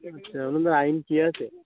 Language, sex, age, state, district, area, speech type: Bengali, male, 18-30, West Bengal, Birbhum, urban, conversation